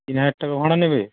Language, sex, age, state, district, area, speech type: Bengali, male, 18-30, West Bengal, Paschim Medinipur, rural, conversation